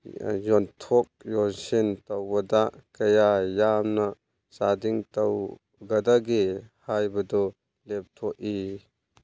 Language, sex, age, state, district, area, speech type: Manipuri, male, 45-60, Manipur, Churachandpur, rural, read